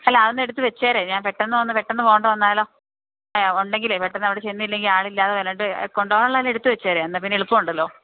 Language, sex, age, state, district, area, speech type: Malayalam, female, 30-45, Kerala, Idukki, rural, conversation